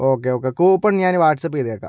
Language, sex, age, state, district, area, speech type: Malayalam, male, 45-60, Kerala, Kozhikode, urban, spontaneous